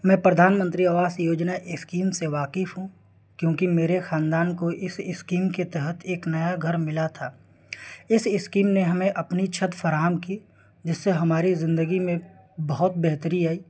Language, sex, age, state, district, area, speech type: Urdu, male, 18-30, Delhi, New Delhi, rural, spontaneous